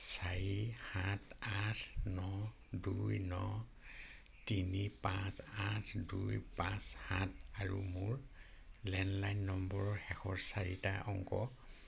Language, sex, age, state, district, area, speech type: Assamese, male, 60+, Assam, Dhemaji, rural, read